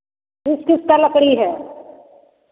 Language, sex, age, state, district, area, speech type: Hindi, female, 60+, Uttar Pradesh, Varanasi, rural, conversation